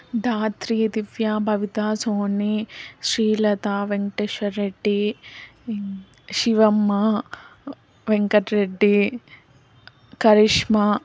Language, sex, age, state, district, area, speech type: Telugu, female, 18-30, Telangana, Karimnagar, urban, spontaneous